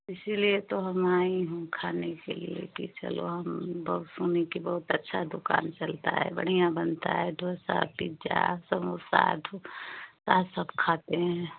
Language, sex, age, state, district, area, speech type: Hindi, female, 45-60, Uttar Pradesh, Chandauli, rural, conversation